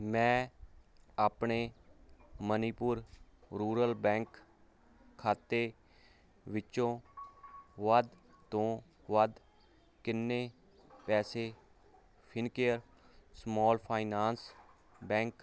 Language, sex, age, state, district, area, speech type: Punjabi, male, 30-45, Punjab, Hoshiarpur, rural, read